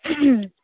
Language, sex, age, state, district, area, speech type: Bengali, female, 30-45, West Bengal, Darjeeling, urban, conversation